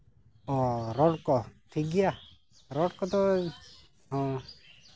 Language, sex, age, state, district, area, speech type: Santali, male, 30-45, Jharkhand, East Singhbhum, rural, spontaneous